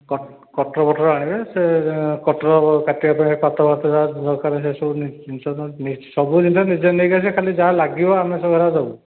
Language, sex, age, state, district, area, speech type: Odia, male, 45-60, Odisha, Dhenkanal, rural, conversation